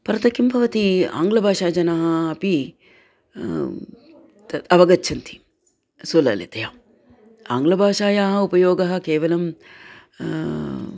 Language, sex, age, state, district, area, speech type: Sanskrit, female, 60+, Karnataka, Bangalore Urban, urban, spontaneous